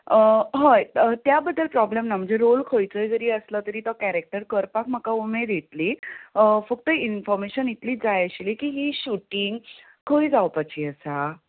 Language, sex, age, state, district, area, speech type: Goan Konkani, female, 30-45, Goa, Ponda, rural, conversation